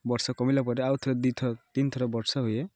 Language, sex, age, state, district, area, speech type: Odia, male, 18-30, Odisha, Malkangiri, urban, spontaneous